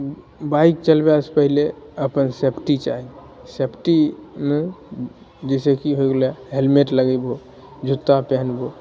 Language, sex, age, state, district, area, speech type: Maithili, male, 18-30, Bihar, Begusarai, rural, spontaneous